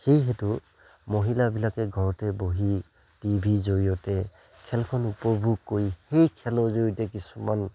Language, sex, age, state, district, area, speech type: Assamese, male, 30-45, Assam, Charaideo, rural, spontaneous